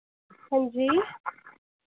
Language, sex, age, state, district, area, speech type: Dogri, female, 18-30, Jammu and Kashmir, Reasi, rural, conversation